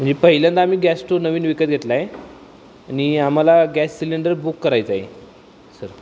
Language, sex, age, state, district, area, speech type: Marathi, male, 18-30, Maharashtra, Satara, urban, spontaneous